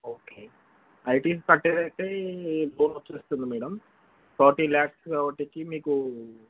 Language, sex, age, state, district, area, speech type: Telugu, male, 18-30, Telangana, Nalgonda, urban, conversation